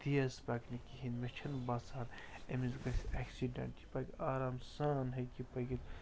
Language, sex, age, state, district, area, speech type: Kashmiri, male, 30-45, Jammu and Kashmir, Srinagar, urban, spontaneous